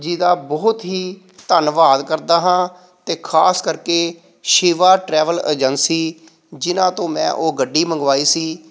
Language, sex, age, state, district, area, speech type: Punjabi, male, 45-60, Punjab, Pathankot, rural, spontaneous